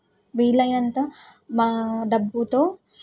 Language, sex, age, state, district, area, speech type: Telugu, female, 18-30, Telangana, Suryapet, urban, spontaneous